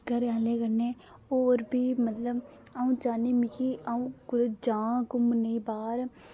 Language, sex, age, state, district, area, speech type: Dogri, female, 18-30, Jammu and Kashmir, Reasi, rural, spontaneous